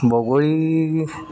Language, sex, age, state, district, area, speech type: Assamese, male, 30-45, Assam, Sivasagar, urban, spontaneous